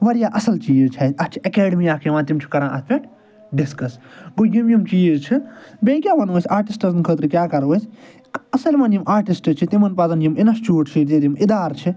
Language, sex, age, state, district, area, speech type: Kashmiri, male, 45-60, Jammu and Kashmir, Srinagar, urban, spontaneous